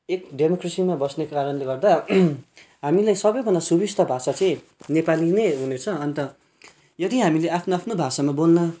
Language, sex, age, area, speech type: Nepali, male, 18-30, rural, spontaneous